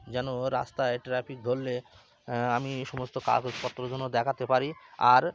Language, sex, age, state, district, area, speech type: Bengali, male, 30-45, West Bengal, Cooch Behar, urban, spontaneous